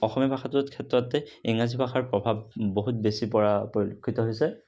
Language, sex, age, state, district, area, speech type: Assamese, male, 60+, Assam, Kamrup Metropolitan, urban, spontaneous